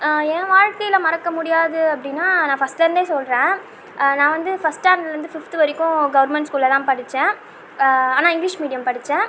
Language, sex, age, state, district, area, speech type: Tamil, female, 18-30, Tamil Nadu, Tiruvannamalai, urban, spontaneous